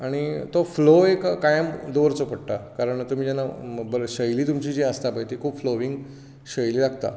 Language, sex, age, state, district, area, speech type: Goan Konkani, male, 45-60, Goa, Bardez, rural, spontaneous